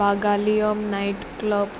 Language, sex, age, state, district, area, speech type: Goan Konkani, female, 18-30, Goa, Murmgao, urban, spontaneous